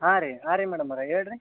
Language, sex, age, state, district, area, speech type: Kannada, male, 18-30, Karnataka, Bagalkot, rural, conversation